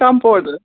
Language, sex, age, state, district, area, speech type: Kashmiri, female, 30-45, Jammu and Kashmir, Srinagar, urban, conversation